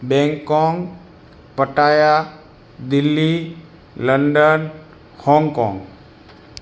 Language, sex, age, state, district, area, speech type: Gujarati, male, 60+, Gujarat, Morbi, rural, spontaneous